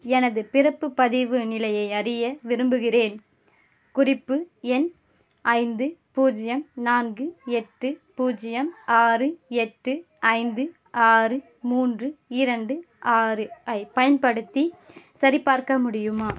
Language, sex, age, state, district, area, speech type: Tamil, female, 18-30, Tamil Nadu, Ranipet, rural, read